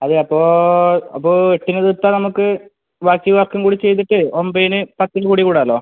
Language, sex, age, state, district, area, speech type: Malayalam, male, 18-30, Kerala, Kasaragod, rural, conversation